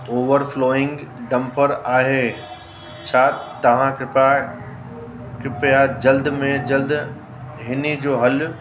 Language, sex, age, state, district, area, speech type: Sindhi, male, 30-45, Uttar Pradesh, Lucknow, urban, read